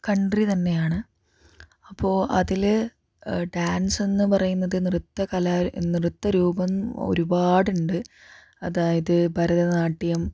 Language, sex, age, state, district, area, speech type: Malayalam, female, 18-30, Kerala, Palakkad, rural, spontaneous